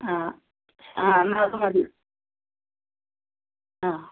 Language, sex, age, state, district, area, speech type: Malayalam, female, 60+, Kerala, Alappuzha, rural, conversation